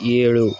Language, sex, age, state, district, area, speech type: Kannada, male, 30-45, Karnataka, Tumkur, rural, read